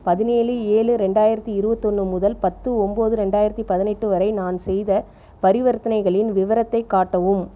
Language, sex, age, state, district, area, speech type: Tamil, female, 45-60, Tamil Nadu, Cuddalore, rural, read